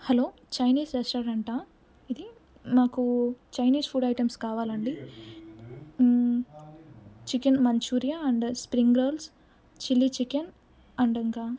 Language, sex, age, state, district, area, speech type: Telugu, female, 18-30, Andhra Pradesh, Kadapa, rural, spontaneous